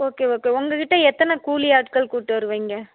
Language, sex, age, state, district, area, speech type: Tamil, female, 60+, Tamil Nadu, Theni, rural, conversation